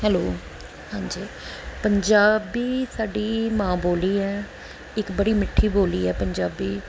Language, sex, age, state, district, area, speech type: Punjabi, female, 45-60, Punjab, Pathankot, urban, spontaneous